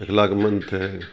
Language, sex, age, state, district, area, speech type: Urdu, male, 60+, Bihar, Supaul, rural, spontaneous